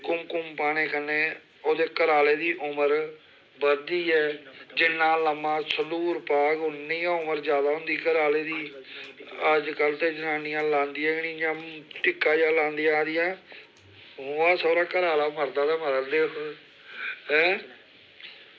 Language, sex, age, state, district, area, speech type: Dogri, male, 45-60, Jammu and Kashmir, Samba, rural, spontaneous